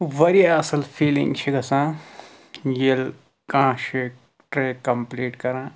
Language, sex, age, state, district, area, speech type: Kashmiri, male, 45-60, Jammu and Kashmir, Budgam, rural, spontaneous